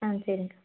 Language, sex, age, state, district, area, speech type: Tamil, female, 18-30, Tamil Nadu, Nilgiris, rural, conversation